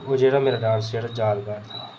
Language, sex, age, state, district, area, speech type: Dogri, male, 18-30, Jammu and Kashmir, Reasi, rural, spontaneous